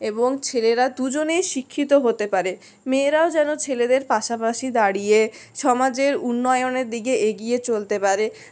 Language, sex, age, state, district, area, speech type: Bengali, female, 60+, West Bengal, Purulia, urban, spontaneous